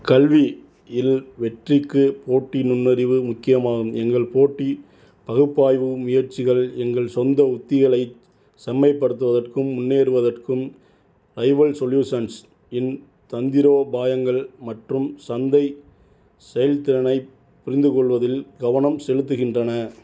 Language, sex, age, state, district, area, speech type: Tamil, male, 45-60, Tamil Nadu, Tiruchirappalli, rural, read